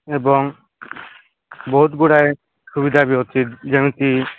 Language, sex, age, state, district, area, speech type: Odia, male, 18-30, Odisha, Nabarangpur, urban, conversation